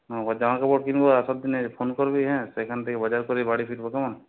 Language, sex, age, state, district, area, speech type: Bengali, male, 30-45, West Bengal, Purulia, urban, conversation